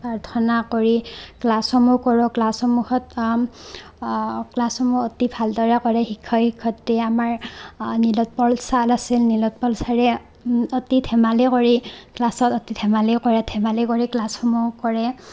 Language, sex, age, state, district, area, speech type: Assamese, female, 18-30, Assam, Barpeta, rural, spontaneous